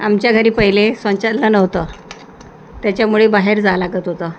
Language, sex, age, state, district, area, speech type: Marathi, female, 45-60, Maharashtra, Nagpur, rural, spontaneous